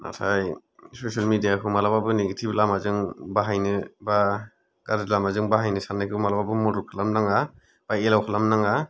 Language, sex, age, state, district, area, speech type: Bodo, male, 45-60, Assam, Kokrajhar, rural, spontaneous